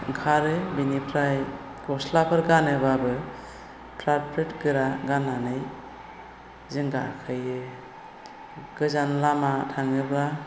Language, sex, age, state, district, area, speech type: Bodo, female, 60+, Assam, Chirang, rural, spontaneous